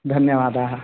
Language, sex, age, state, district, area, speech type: Sanskrit, male, 18-30, Karnataka, Uttara Kannada, rural, conversation